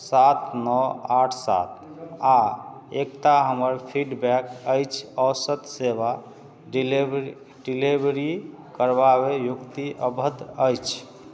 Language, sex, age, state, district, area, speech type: Maithili, male, 45-60, Bihar, Madhubani, rural, read